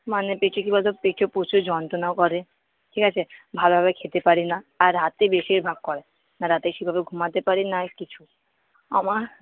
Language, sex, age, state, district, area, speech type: Bengali, female, 30-45, West Bengal, Purba Bardhaman, rural, conversation